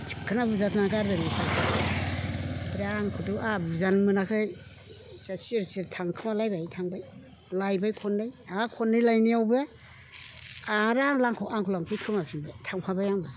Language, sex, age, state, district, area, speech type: Bodo, female, 60+, Assam, Chirang, rural, spontaneous